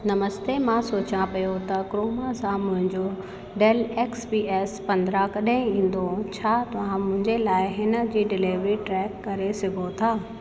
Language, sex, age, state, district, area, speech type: Sindhi, female, 30-45, Uttar Pradesh, Lucknow, urban, read